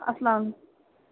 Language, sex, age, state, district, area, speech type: Kashmiri, female, 45-60, Jammu and Kashmir, Bandipora, urban, conversation